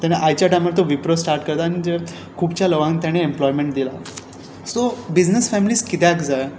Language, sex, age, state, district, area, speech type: Goan Konkani, male, 18-30, Goa, Tiswadi, rural, spontaneous